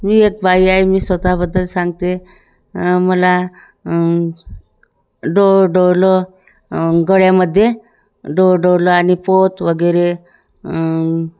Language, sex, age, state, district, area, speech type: Marathi, female, 45-60, Maharashtra, Thane, rural, spontaneous